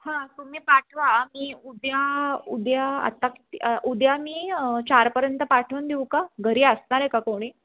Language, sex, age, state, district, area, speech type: Marathi, female, 18-30, Maharashtra, Pune, urban, conversation